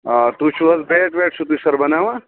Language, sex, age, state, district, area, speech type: Kashmiri, male, 30-45, Jammu and Kashmir, Bandipora, rural, conversation